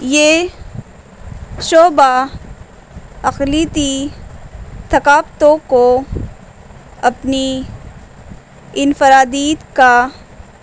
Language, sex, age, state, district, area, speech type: Urdu, female, 18-30, Bihar, Gaya, urban, spontaneous